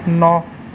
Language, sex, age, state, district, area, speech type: Assamese, male, 18-30, Assam, Nalbari, rural, read